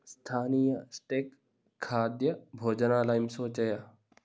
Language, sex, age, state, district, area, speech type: Sanskrit, male, 18-30, Kerala, Kasaragod, rural, read